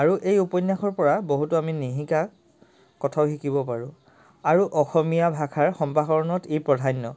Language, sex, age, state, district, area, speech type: Assamese, male, 30-45, Assam, Sivasagar, rural, spontaneous